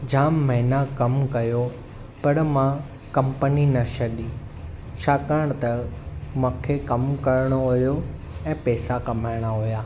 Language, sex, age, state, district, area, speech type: Sindhi, male, 18-30, Maharashtra, Thane, urban, spontaneous